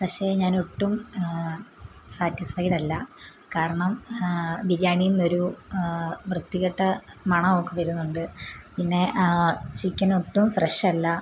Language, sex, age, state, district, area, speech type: Malayalam, female, 18-30, Kerala, Kottayam, rural, spontaneous